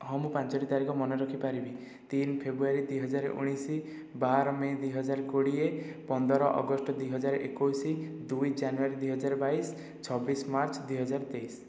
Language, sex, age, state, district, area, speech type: Odia, male, 18-30, Odisha, Khordha, rural, spontaneous